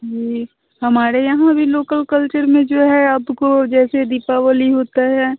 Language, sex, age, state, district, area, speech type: Hindi, female, 18-30, Bihar, Muzaffarpur, rural, conversation